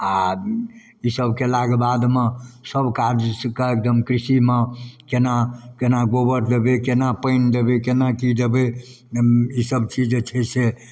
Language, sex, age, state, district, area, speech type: Maithili, male, 60+, Bihar, Darbhanga, rural, spontaneous